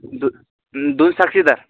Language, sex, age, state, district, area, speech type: Marathi, male, 18-30, Maharashtra, Washim, rural, conversation